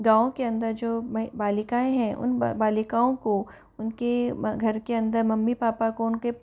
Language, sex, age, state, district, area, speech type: Hindi, female, 45-60, Rajasthan, Jaipur, urban, spontaneous